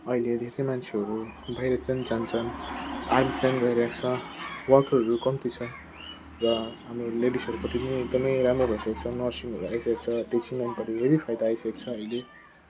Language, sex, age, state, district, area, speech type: Nepali, male, 30-45, West Bengal, Jalpaiguri, rural, spontaneous